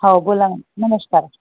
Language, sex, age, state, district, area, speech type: Marathi, female, 30-45, Maharashtra, Nagpur, urban, conversation